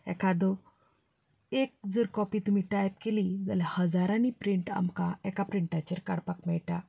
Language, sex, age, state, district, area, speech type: Goan Konkani, female, 30-45, Goa, Canacona, rural, spontaneous